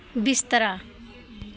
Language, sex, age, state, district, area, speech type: Dogri, female, 18-30, Jammu and Kashmir, Kathua, rural, read